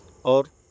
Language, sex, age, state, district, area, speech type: Urdu, male, 18-30, Bihar, Saharsa, urban, spontaneous